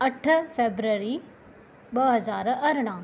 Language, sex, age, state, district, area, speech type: Sindhi, female, 30-45, Maharashtra, Thane, urban, spontaneous